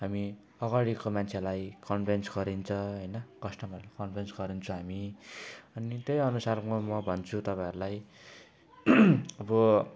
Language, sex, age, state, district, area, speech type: Nepali, male, 18-30, West Bengal, Jalpaiguri, rural, spontaneous